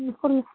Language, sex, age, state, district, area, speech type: Tamil, female, 45-60, Tamil Nadu, Nagapattinam, rural, conversation